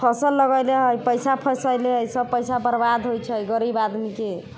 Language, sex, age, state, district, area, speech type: Maithili, female, 30-45, Bihar, Sitamarhi, urban, spontaneous